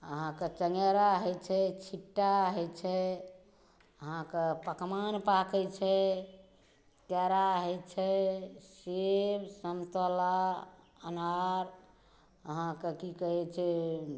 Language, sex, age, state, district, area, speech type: Maithili, female, 60+, Bihar, Saharsa, rural, spontaneous